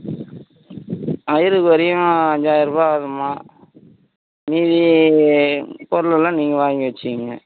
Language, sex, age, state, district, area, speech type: Tamil, male, 60+, Tamil Nadu, Vellore, rural, conversation